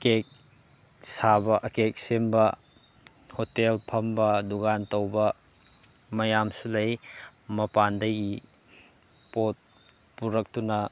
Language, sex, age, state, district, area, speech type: Manipuri, male, 30-45, Manipur, Chandel, rural, spontaneous